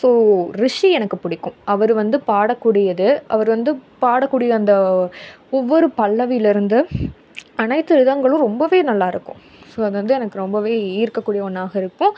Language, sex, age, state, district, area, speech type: Tamil, female, 18-30, Tamil Nadu, Tiruppur, rural, spontaneous